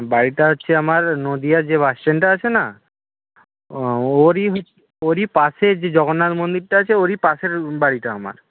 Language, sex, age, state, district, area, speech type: Bengali, male, 60+, West Bengal, Nadia, rural, conversation